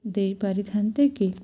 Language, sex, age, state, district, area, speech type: Odia, female, 18-30, Odisha, Sundergarh, urban, spontaneous